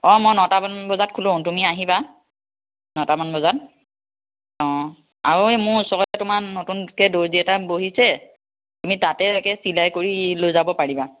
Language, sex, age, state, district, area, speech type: Assamese, female, 30-45, Assam, Biswanath, rural, conversation